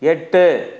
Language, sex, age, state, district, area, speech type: Tamil, male, 60+, Tamil Nadu, Dharmapuri, rural, read